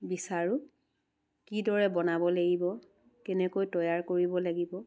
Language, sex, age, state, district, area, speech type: Assamese, female, 60+, Assam, Charaideo, urban, spontaneous